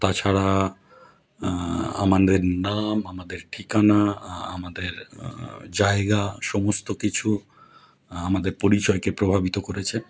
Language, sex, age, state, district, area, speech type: Bengali, male, 30-45, West Bengal, Howrah, urban, spontaneous